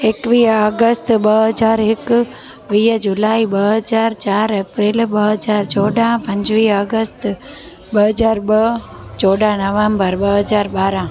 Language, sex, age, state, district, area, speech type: Sindhi, female, 30-45, Gujarat, Junagadh, urban, spontaneous